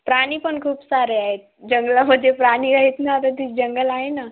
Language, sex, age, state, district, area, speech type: Marathi, female, 18-30, Maharashtra, Washim, urban, conversation